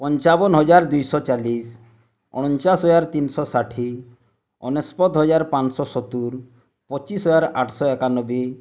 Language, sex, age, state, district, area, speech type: Odia, male, 30-45, Odisha, Bargarh, rural, spontaneous